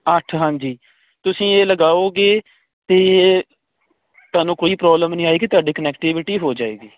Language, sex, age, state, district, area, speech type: Punjabi, male, 30-45, Punjab, Kapurthala, rural, conversation